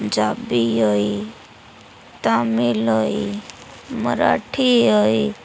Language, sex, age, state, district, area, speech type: Dogri, female, 45-60, Jammu and Kashmir, Reasi, rural, spontaneous